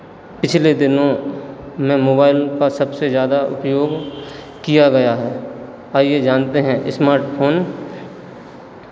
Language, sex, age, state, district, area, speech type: Hindi, male, 30-45, Madhya Pradesh, Hoshangabad, rural, spontaneous